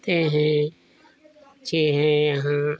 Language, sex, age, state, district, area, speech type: Hindi, male, 45-60, Uttar Pradesh, Lucknow, rural, spontaneous